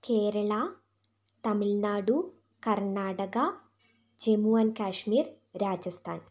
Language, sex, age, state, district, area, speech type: Malayalam, female, 18-30, Kerala, Wayanad, rural, spontaneous